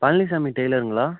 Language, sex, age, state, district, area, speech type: Tamil, male, 18-30, Tamil Nadu, Ariyalur, rural, conversation